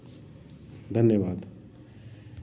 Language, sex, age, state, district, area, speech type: Hindi, male, 45-60, Madhya Pradesh, Jabalpur, urban, spontaneous